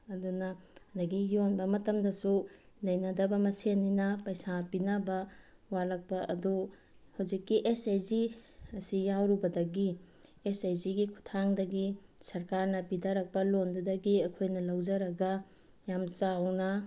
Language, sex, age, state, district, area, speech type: Manipuri, female, 30-45, Manipur, Bishnupur, rural, spontaneous